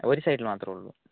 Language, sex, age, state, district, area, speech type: Malayalam, male, 18-30, Kerala, Wayanad, rural, conversation